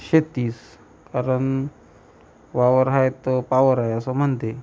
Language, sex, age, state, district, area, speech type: Marathi, male, 60+, Maharashtra, Amravati, rural, spontaneous